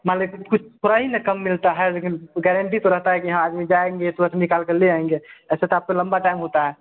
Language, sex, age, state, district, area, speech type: Hindi, male, 18-30, Bihar, Samastipur, urban, conversation